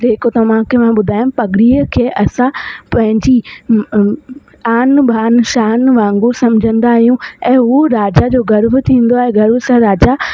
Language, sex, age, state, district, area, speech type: Sindhi, female, 18-30, Rajasthan, Ajmer, urban, spontaneous